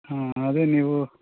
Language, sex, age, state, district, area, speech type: Kannada, male, 45-60, Karnataka, Bangalore Urban, rural, conversation